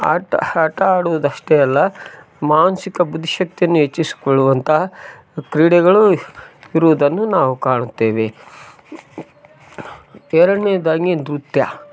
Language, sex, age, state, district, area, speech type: Kannada, male, 45-60, Karnataka, Koppal, rural, spontaneous